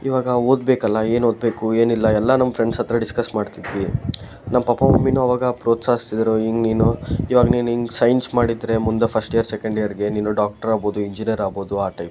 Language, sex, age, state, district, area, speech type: Kannada, male, 18-30, Karnataka, Koppal, rural, spontaneous